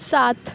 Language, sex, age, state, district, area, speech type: Urdu, female, 18-30, Uttar Pradesh, Aligarh, urban, read